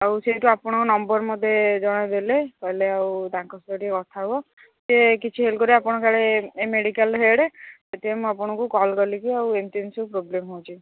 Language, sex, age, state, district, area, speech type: Odia, female, 60+, Odisha, Jharsuguda, rural, conversation